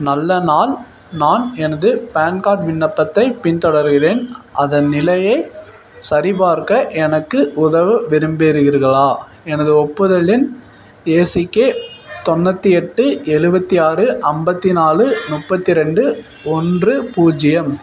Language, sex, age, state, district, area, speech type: Tamil, male, 18-30, Tamil Nadu, Perambalur, rural, read